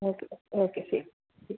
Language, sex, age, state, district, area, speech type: Malayalam, female, 18-30, Kerala, Kasaragod, rural, conversation